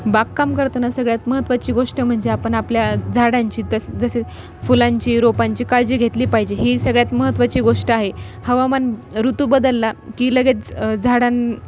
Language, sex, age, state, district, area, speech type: Marathi, female, 18-30, Maharashtra, Nanded, rural, spontaneous